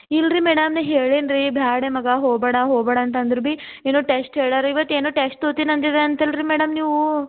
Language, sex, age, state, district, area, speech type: Kannada, female, 18-30, Karnataka, Gulbarga, urban, conversation